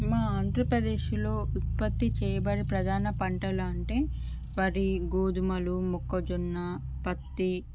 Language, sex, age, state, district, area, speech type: Telugu, female, 30-45, Andhra Pradesh, Srikakulam, urban, spontaneous